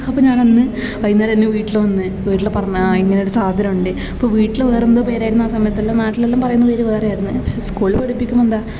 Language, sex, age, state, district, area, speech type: Malayalam, female, 18-30, Kerala, Kasaragod, rural, spontaneous